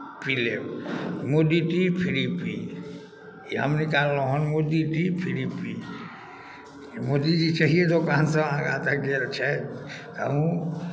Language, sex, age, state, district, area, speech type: Maithili, male, 45-60, Bihar, Darbhanga, rural, spontaneous